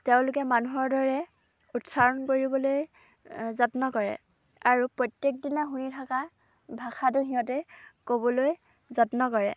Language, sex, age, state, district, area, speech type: Assamese, female, 18-30, Assam, Dhemaji, rural, spontaneous